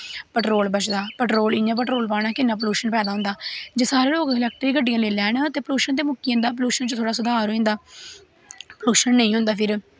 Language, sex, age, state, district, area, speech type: Dogri, female, 18-30, Jammu and Kashmir, Kathua, rural, spontaneous